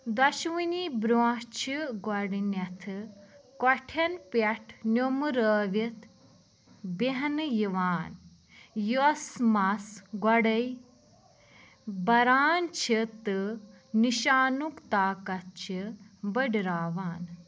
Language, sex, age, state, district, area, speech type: Kashmiri, female, 18-30, Jammu and Kashmir, Pulwama, rural, read